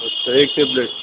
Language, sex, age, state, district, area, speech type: Urdu, male, 18-30, Uttar Pradesh, Rampur, urban, conversation